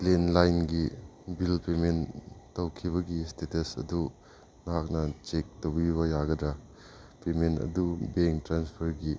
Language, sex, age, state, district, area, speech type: Manipuri, male, 30-45, Manipur, Churachandpur, rural, read